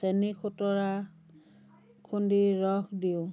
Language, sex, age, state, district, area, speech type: Assamese, female, 45-60, Assam, Dhemaji, rural, spontaneous